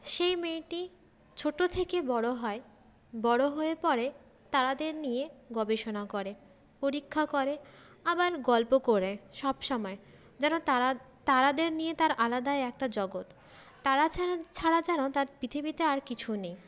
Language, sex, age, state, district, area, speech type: Bengali, female, 30-45, West Bengal, Paschim Bardhaman, urban, spontaneous